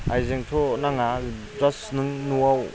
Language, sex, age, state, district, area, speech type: Bodo, male, 18-30, Assam, Udalguri, rural, spontaneous